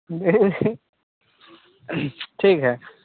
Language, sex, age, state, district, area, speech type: Hindi, male, 18-30, Bihar, Muzaffarpur, rural, conversation